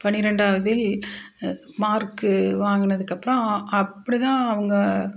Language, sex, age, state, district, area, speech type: Tamil, female, 45-60, Tamil Nadu, Coimbatore, urban, spontaneous